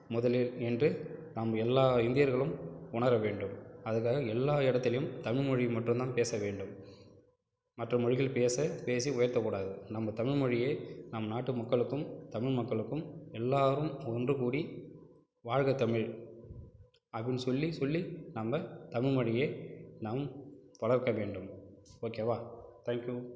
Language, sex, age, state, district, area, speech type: Tamil, male, 45-60, Tamil Nadu, Cuddalore, rural, spontaneous